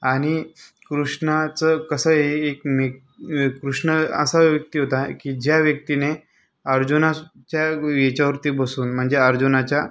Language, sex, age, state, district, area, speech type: Marathi, male, 30-45, Maharashtra, Buldhana, urban, spontaneous